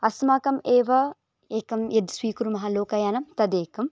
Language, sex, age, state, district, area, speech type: Sanskrit, female, 18-30, Karnataka, Bellary, urban, spontaneous